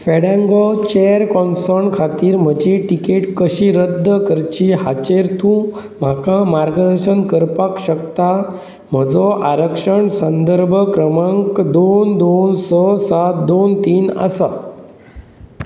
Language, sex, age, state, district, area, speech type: Goan Konkani, male, 45-60, Goa, Pernem, rural, read